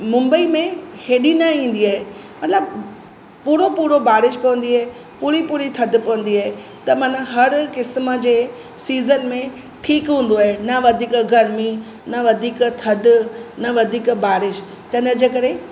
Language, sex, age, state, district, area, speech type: Sindhi, female, 45-60, Maharashtra, Mumbai Suburban, urban, spontaneous